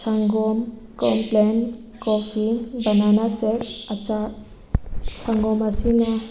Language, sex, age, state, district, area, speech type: Manipuri, female, 18-30, Manipur, Thoubal, rural, spontaneous